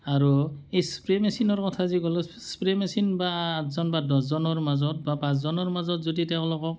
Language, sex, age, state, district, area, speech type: Assamese, male, 45-60, Assam, Barpeta, rural, spontaneous